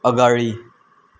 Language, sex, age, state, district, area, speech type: Nepali, male, 45-60, West Bengal, Darjeeling, rural, read